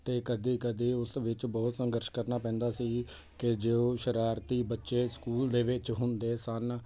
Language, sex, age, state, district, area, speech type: Punjabi, male, 30-45, Punjab, Jalandhar, urban, spontaneous